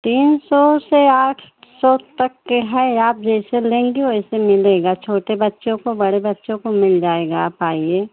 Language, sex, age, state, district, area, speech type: Hindi, female, 45-60, Uttar Pradesh, Pratapgarh, rural, conversation